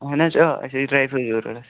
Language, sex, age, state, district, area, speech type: Kashmiri, male, 18-30, Jammu and Kashmir, Pulwama, rural, conversation